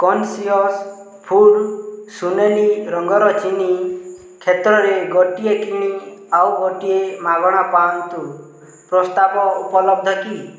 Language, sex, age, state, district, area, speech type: Odia, male, 30-45, Odisha, Boudh, rural, read